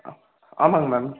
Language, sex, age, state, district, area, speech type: Tamil, male, 18-30, Tamil Nadu, Ariyalur, rural, conversation